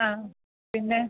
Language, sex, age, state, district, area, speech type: Malayalam, female, 45-60, Kerala, Alappuzha, rural, conversation